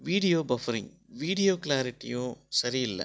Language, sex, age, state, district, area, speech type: Tamil, male, 30-45, Tamil Nadu, Erode, rural, spontaneous